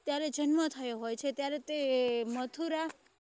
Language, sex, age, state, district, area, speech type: Gujarati, female, 18-30, Gujarat, Rajkot, rural, spontaneous